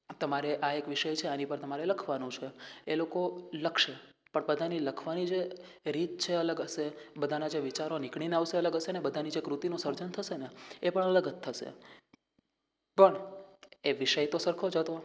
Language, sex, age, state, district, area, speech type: Gujarati, male, 18-30, Gujarat, Rajkot, rural, spontaneous